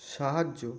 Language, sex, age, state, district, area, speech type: Bengali, male, 18-30, West Bengal, Nadia, rural, read